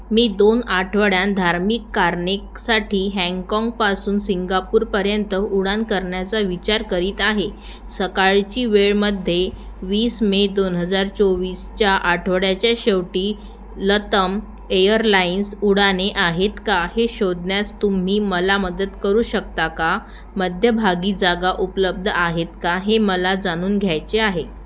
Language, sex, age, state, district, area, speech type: Marathi, female, 18-30, Maharashtra, Thane, urban, read